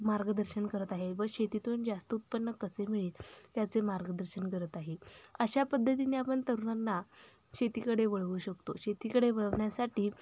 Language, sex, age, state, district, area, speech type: Marathi, female, 18-30, Maharashtra, Sangli, rural, spontaneous